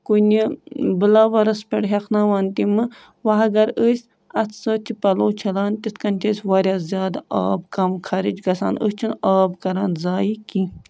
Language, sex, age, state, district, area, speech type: Kashmiri, female, 18-30, Jammu and Kashmir, Budgam, rural, spontaneous